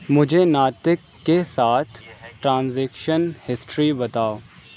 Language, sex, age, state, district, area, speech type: Urdu, male, 18-30, Uttar Pradesh, Aligarh, urban, read